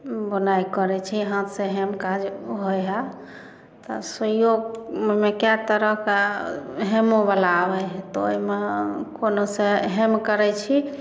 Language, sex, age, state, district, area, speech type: Maithili, female, 30-45, Bihar, Samastipur, urban, spontaneous